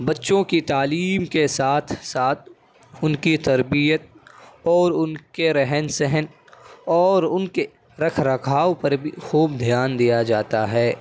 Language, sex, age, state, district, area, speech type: Urdu, male, 18-30, Delhi, Central Delhi, urban, spontaneous